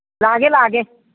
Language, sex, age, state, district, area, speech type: Manipuri, female, 60+, Manipur, Imphal East, rural, conversation